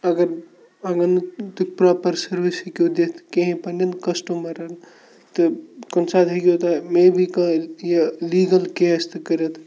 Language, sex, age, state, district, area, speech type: Kashmiri, male, 18-30, Jammu and Kashmir, Kupwara, rural, spontaneous